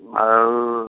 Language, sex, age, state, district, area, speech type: Odia, male, 45-60, Odisha, Balasore, rural, conversation